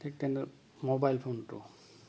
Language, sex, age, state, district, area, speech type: Assamese, male, 45-60, Assam, Goalpara, urban, spontaneous